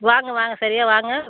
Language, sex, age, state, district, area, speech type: Tamil, female, 60+, Tamil Nadu, Ariyalur, rural, conversation